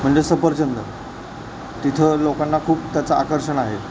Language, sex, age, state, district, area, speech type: Marathi, male, 30-45, Maharashtra, Satara, urban, spontaneous